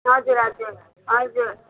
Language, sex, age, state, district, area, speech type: Nepali, female, 18-30, West Bengal, Darjeeling, urban, conversation